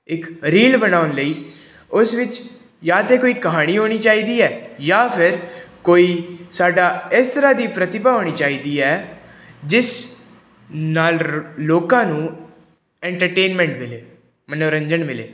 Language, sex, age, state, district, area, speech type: Punjabi, male, 18-30, Punjab, Pathankot, urban, spontaneous